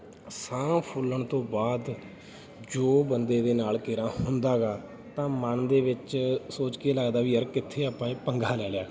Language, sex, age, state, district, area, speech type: Punjabi, male, 30-45, Punjab, Bathinda, rural, spontaneous